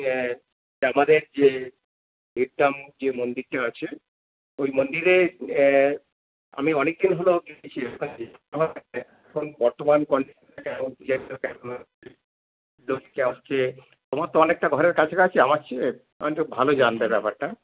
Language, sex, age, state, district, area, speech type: Bengali, male, 60+, West Bengal, Darjeeling, rural, conversation